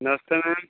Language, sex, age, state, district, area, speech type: Hindi, male, 30-45, Uttar Pradesh, Mau, urban, conversation